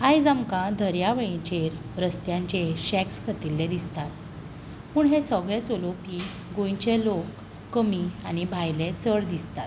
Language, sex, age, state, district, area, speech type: Goan Konkani, female, 18-30, Goa, Tiswadi, rural, spontaneous